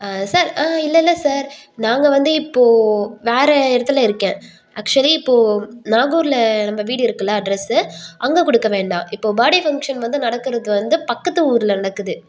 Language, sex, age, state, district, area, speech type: Tamil, female, 18-30, Tamil Nadu, Nagapattinam, rural, spontaneous